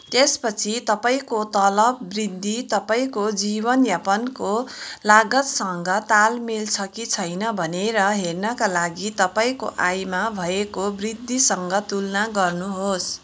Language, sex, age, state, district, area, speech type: Nepali, female, 45-60, West Bengal, Kalimpong, rural, read